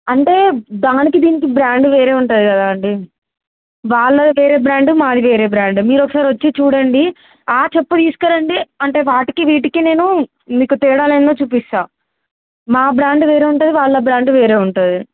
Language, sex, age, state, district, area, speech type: Telugu, female, 18-30, Telangana, Mulugu, urban, conversation